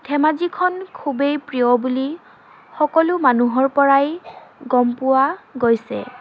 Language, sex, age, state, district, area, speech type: Assamese, female, 18-30, Assam, Dhemaji, urban, spontaneous